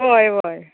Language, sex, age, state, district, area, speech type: Goan Konkani, female, 18-30, Goa, Tiswadi, rural, conversation